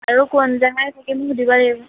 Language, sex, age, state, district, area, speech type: Assamese, female, 30-45, Assam, Majuli, urban, conversation